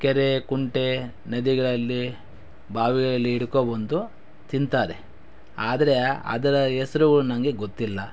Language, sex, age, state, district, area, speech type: Kannada, male, 30-45, Karnataka, Chikkaballapur, rural, spontaneous